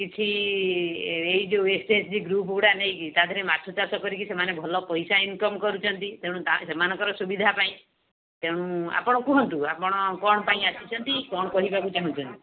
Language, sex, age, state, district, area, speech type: Odia, female, 45-60, Odisha, Balasore, rural, conversation